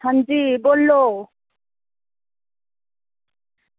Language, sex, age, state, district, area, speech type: Dogri, female, 30-45, Jammu and Kashmir, Reasi, rural, conversation